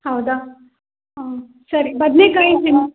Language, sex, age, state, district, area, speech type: Kannada, female, 18-30, Karnataka, Chitradurga, rural, conversation